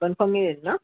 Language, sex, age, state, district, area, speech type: Marathi, male, 18-30, Maharashtra, Yavatmal, rural, conversation